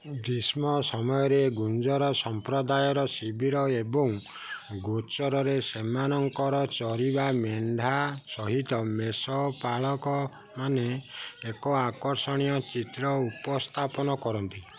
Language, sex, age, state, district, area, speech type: Odia, male, 45-60, Odisha, Kendujhar, urban, read